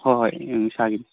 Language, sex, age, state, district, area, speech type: Manipuri, male, 18-30, Manipur, Kangpokpi, urban, conversation